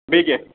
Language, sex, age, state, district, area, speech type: Kashmiri, male, 45-60, Jammu and Kashmir, Srinagar, rural, conversation